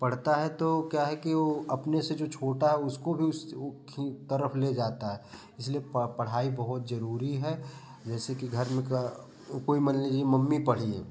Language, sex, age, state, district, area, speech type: Hindi, male, 18-30, Uttar Pradesh, Prayagraj, rural, spontaneous